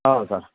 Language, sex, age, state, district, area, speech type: Kannada, male, 45-60, Karnataka, Bellary, rural, conversation